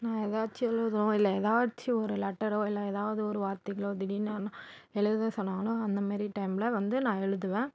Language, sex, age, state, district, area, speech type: Tamil, female, 18-30, Tamil Nadu, Tiruvallur, urban, spontaneous